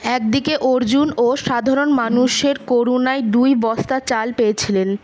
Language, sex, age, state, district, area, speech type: Bengali, female, 18-30, West Bengal, Malda, rural, read